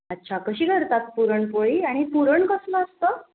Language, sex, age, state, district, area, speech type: Marathi, female, 18-30, Maharashtra, Pune, urban, conversation